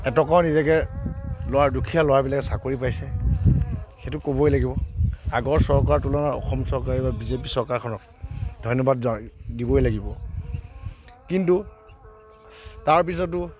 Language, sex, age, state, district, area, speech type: Assamese, male, 45-60, Assam, Kamrup Metropolitan, urban, spontaneous